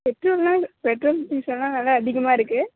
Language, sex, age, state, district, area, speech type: Tamil, female, 18-30, Tamil Nadu, Mayiladuthurai, urban, conversation